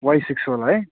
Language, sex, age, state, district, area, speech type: Nepali, male, 30-45, West Bengal, Jalpaiguri, urban, conversation